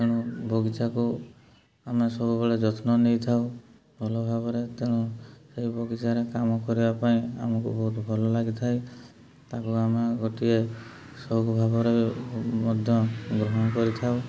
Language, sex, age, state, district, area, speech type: Odia, male, 30-45, Odisha, Mayurbhanj, rural, spontaneous